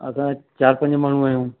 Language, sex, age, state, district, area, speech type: Sindhi, male, 60+, Madhya Pradesh, Katni, urban, conversation